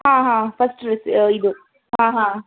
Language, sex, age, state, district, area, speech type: Kannada, female, 18-30, Karnataka, Shimoga, rural, conversation